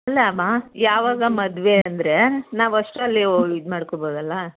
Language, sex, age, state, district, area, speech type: Kannada, female, 30-45, Karnataka, Bangalore Urban, urban, conversation